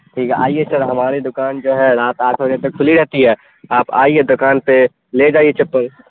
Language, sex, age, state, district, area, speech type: Urdu, male, 18-30, Bihar, Saharsa, rural, conversation